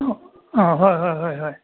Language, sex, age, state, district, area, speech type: Manipuri, male, 60+, Manipur, Imphal East, rural, conversation